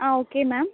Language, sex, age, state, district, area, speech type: Tamil, female, 18-30, Tamil Nadu, Perambalur, rural, conversation